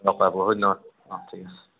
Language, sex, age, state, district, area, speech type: Assamese, male, 45-60, Assam, Dhemaji, rural, conversation